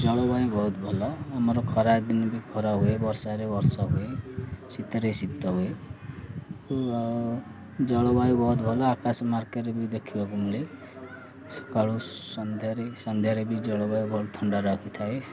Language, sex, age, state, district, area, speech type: Odia, male, 30-45, Odisha, Ganjam, urban, spontaneous